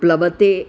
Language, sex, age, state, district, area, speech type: Sanskrit, female, 60+, Tamil Nadu, Chennai, urban, read